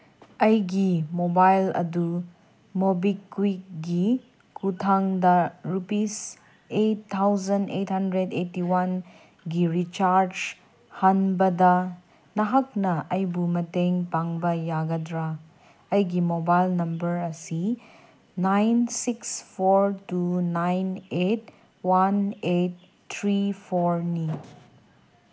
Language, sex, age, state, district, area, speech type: Manipuri, female, 30-45, Manipur, Senapati, urban, read